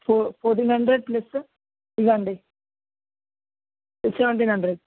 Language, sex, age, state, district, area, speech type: Telugu, male, 18-30, Telangana, Ranga Reddy, urban, conversation